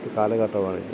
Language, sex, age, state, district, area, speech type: Malayalam, male, 60+, Kerala, Thiruvananthapuram, rural, spontaneous